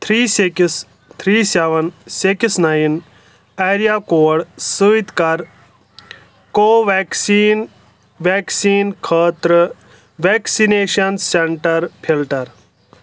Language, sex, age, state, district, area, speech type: Kashmiri, male, 30-45, Jammu and Kashmir, Anantnag, rural, read